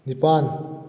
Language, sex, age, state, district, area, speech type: Manipuri, male, 18-30, Manipur, Kakching, rural, read